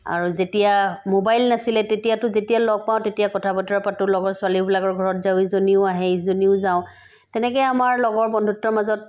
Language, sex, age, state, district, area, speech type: Assamese, female, 45-60, Assam, Sivasagar, rural, spontaneous